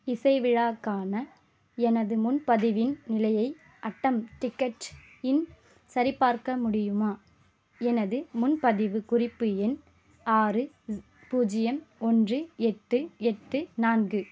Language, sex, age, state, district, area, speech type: Tamil, female, 18-30, Tamil Nadu, Ranipet, rural, read